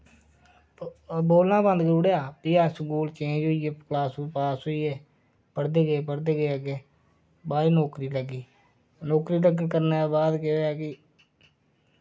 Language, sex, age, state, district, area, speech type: Dogri, male, 30-45, Jammu and Kashmir, Reasi, rural, spontaneous